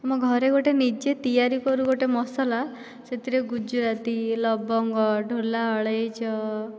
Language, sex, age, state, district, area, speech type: Odia, female, 30-45, Odisha, Dhenkanal, rural, spontaneous